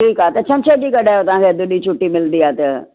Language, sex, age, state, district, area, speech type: Sindhi, female, 60+, Maharashtra, Mumbai Suburban, urban, conversation